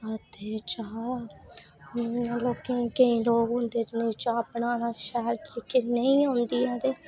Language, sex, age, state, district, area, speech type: Dogri, female, 18-30, Jammu and Kashmir, Reasi, rural, spontaneous